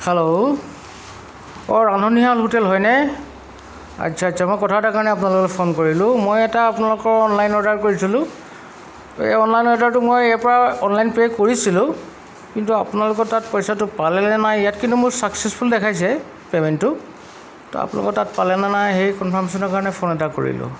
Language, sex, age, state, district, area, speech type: Assamese, male, 45-60, Assam, Golaghat, urban, spontaneous